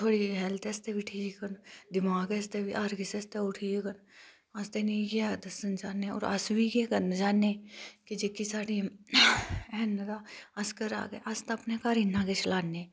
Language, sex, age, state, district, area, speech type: Dogri, female, 30-45, Jammu and Kashmir, Udhampur, rural, spontaneous